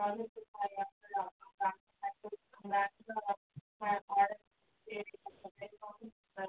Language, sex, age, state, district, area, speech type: Telugu, male, 18-30, Telangana, Jagtial, urban, conversation